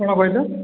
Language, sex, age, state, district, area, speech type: Odia, male, 18-30, Odisha, Balangir, urban, conversation